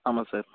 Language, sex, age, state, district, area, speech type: Tamil, male, 18-30, Tamil Nadu, Nagapattinam, rural, conversation